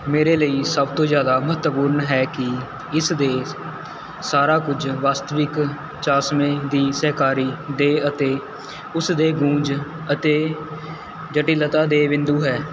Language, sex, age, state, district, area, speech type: Punjabi, male, 18-30, Punjab, Mohali, rural, spontaneous